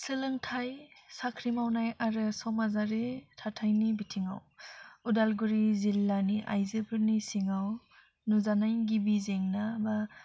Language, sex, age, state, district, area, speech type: Bodo, female, 18-30, Assam, Udalguri, rural, spontaneous